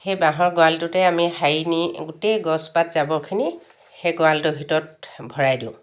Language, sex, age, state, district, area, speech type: Assamese, female, 60+, Assam, Lakhimpur, urban, spontaneous